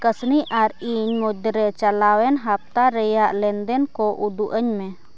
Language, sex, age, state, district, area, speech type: Santali, female, 18-30, Jharkhand, Seraikela Kharsawan, rural, read